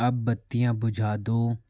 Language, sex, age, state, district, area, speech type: Hindi, male, 45-60, Madhya Pradesh, Bhopal, urban, read